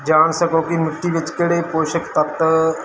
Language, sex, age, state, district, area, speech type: Punjabi, male, 30-45, Punjab, Mansa, urban, spontaneous